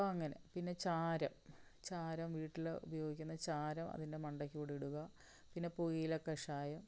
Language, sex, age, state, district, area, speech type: Malayalam, female, 45-60, Kerala, Palakkad, rural, spontaneous